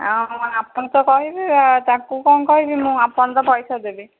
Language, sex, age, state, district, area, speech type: Odia, female, 30-45, Odisha, Bhadrak, rural, conversation